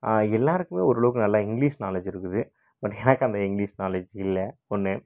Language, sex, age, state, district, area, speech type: Tamil, male, 30-45, Tamil Nadu, Krishnagiri, rural, spontaneous